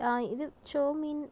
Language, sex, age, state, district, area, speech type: Tamil, female, 30-45, Tamil Nadu, Nagapattinam, rural, spontaneous